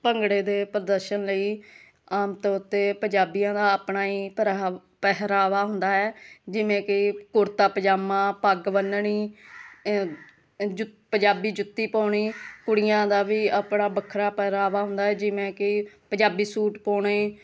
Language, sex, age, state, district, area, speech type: Punjabi, female, 30-45, Punjab, Hoshiarpur, rural, spontaneous